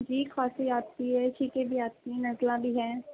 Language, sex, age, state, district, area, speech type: Urdu, female, 18-30, Delhi, Central Delhi, urban, conversation